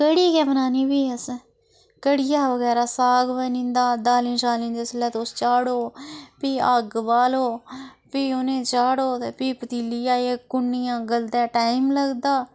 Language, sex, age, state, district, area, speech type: Dogri, female, 30-45, Jammu and Kashmir, Udhampur, rural, spontaneous